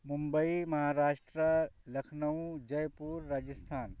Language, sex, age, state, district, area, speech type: Urdu, male, 30-45, Uttar Pradesh, Balrampur, rural, spontaneous